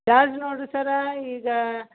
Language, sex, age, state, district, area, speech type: Kannada, female, 30-45, Karnataka, Gulbarga, urban, conversation